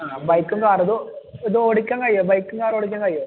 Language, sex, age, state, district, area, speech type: Malayalam, male, 30-45, Kerala, Malappuram, rural, conversation